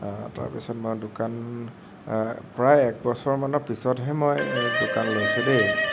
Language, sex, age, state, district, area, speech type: Assamese, male, 18-30, Assam, Nagaon, rural, spontaneous